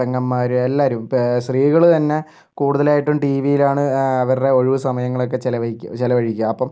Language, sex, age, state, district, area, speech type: Malayalam, male, 60+, Kerala, Kozhikode, urban, spontaneous